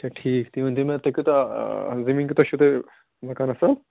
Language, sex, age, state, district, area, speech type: Kashmiri, male, 18-30, Jammu and Kashmir, Ganderbal, rural, conversation